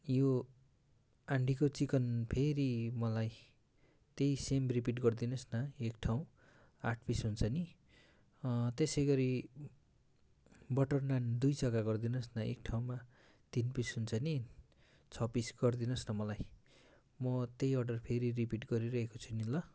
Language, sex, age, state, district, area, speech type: Nepali, male, 18-30, West Bengal, Darjeeling, rural, spontaneous